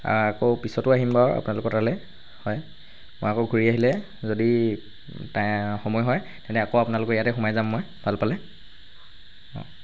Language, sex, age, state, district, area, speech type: Assamese, male, 45-60, Assam, Charaideo, rural, spontaneous